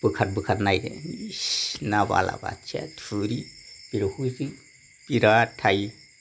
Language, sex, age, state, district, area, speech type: Bodo, male, 60+, Assam, Kokrajhar, urban, spontaneous